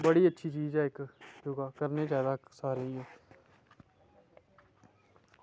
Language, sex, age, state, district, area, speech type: Dogri, male, 18-30, Jammu and Kashmir, Samba, rural, spontaneous